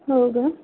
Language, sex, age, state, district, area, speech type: Marathi, female, 18-30, Maharashtra, Wardha, rural, conversation